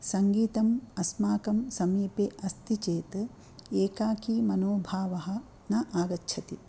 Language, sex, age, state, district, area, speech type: Sanskrit, female, 60+, Karnataka, Dakshina Kannada, urban, spontaneous